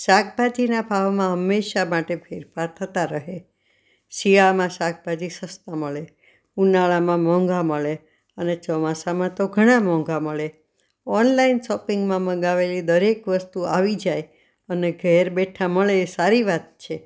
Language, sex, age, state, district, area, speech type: Gujarati, female, 60+, Gujarat, Anand, urban, spontaneous